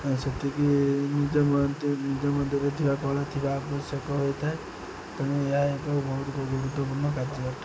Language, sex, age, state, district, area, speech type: Odia, male, 18-30, Odisha, Jagatsinghpur, rural, spontaneous